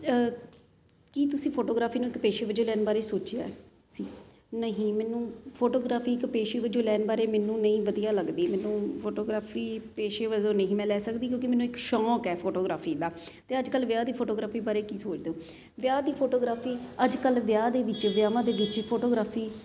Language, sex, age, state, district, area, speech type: Punjabi, female, 30-45, Punjab, Ludhiana, urban, spontaneous